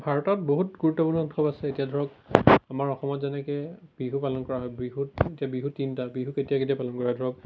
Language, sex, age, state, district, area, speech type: Assamese, male, 18-30, Assam, Biswanath, rural, spontaneous